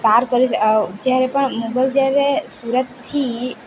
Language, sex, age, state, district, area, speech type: Gujarati, female, 18-30, Gujarat, Valsad, rural, spontaneous